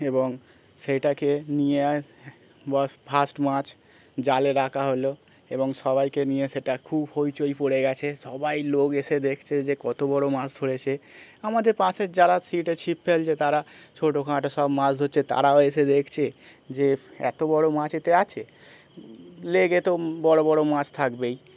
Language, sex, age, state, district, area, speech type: Bengali, male, 30-45, West Bengal, Birbhum, urban, spontaneous